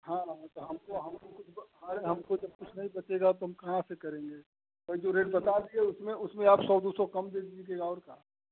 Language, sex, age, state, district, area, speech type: Hindi, male, 30-45, Uttar Pradesh, Chandauli, rural, conversation